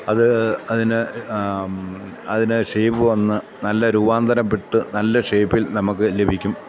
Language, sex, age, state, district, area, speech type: Malayalam, male, 45-60, Kerala, Kottayam, rural, spontaneous